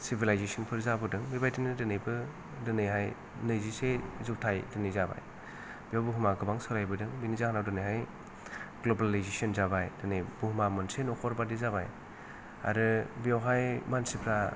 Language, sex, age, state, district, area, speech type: Bodo, male, 30-45, Assam, Kokrajhar, rural, spontaneous